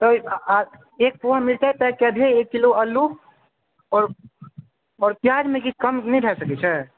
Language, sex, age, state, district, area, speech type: Maithili, male, 18-30, Bihar, Supaul, rural, conversation